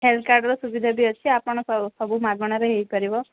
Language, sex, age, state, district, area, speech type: Odia, female, 30-45, Odisha, Sambalpur, rural, conversation